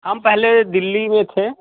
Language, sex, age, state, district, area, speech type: Hindi, male, 45-60, Uttar Pradesh, Mau, urban, conversation